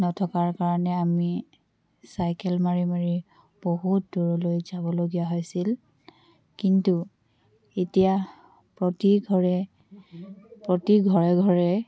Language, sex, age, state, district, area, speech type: Assamese, female, 18-30, Assam, Tinsukia, urban, spontaneous